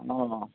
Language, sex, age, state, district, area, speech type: Bengali, male, 60+, West Bengal, Howrah, urban, conversation